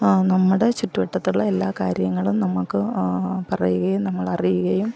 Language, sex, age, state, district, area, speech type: Malayalam, female, 60+, Kerala, Alappuzha, rural, spontaneous